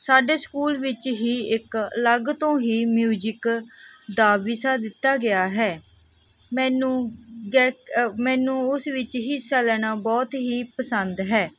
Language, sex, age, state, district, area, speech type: Punjabi, female, 18-30, Punjab, Barnala, rural, spontaneous